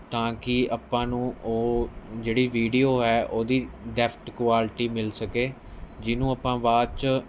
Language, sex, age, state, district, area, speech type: Punjabi, male, 18-30, Punjab, Mohali, urban, spontaneous